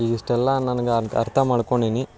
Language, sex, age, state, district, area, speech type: Kannada, male, 18-30, Karnataka, Dharwad, rural, spontaneous